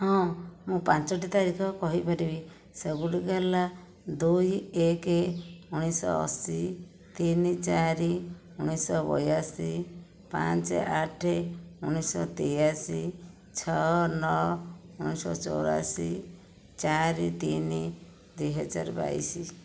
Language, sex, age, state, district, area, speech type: Odia, female, 60+, Odisha, Khordha, rural, spontaneous